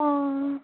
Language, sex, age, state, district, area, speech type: Assamese, female, 18-30, Assam, Udalguri, rural, conversation